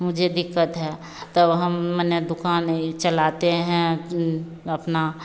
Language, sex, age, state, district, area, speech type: Hindi, female, 45-60, Bihar, Begusarai, urban, spontaneous